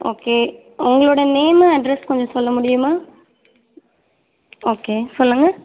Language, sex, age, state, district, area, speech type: Tamil, female, 45-60, Tamil Nadu, Tiruchirappalli, rural, conversation